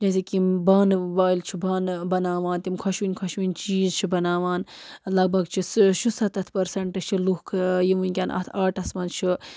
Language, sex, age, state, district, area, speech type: Kashmiri, female, 18-30, Jammu and Kashmir, Baramulla, rural, spontaneous